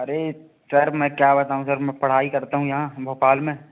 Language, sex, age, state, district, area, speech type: Hindi, male, 18-30, Madhya Pradesh, Jabalpur, urban, conversation